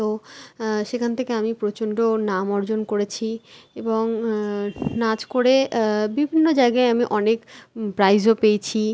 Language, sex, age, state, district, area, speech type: Bengali, female, 30-45, West Bengal, Malda, rural, spontaneous